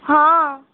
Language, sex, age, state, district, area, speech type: Odia, female, 18-30, Odisha, Sundergarh, urban, conversation